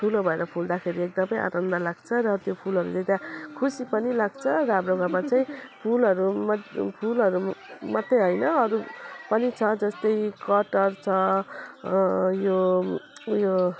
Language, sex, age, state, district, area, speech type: Nepali, female, 30-45, West Bengal, Jalpaiguri, urban, spontaneous